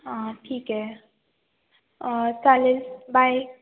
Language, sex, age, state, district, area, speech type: Marathi, female, 18-30, Maharashtra, Ratnagiri, rural, conversation